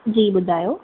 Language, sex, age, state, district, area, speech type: Sindhi, female, 18-30, Maharashtra, Thane, urban, conversation